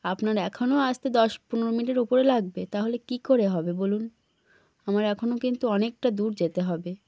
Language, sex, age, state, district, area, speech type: Bengali, female, 18-30, West Bengal, North 24 Parganas, rural, spontaneous